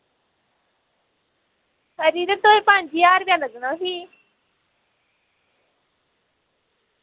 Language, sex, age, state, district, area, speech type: Dogri, female, 18-30, Jammu and Kashmir, Samba, rural, conversation